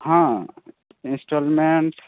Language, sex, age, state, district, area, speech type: Odia, male, 18-30, Odisha, Subarnapur, urban, conversation